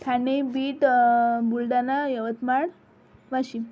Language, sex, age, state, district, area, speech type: Marathi, female, 45-60, Maharashtra, Amravati, rural, spontaneous